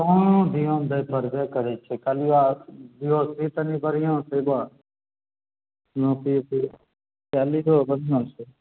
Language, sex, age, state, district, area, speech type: Maithili, male, 18-30, Bihar, Begusarai, rural, conversation